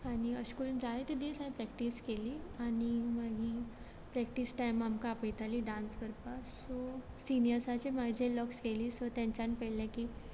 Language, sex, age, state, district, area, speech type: Goan Konkani, female, 18-30, Goa, Quepem, rural, spontaneous